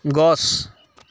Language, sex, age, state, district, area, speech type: Assamese, male, 18-30, Assam, Dibrugarh, rural, read